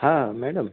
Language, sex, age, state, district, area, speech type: Gujarati, male, 30-45, Gujarat, Anand, urban, conversation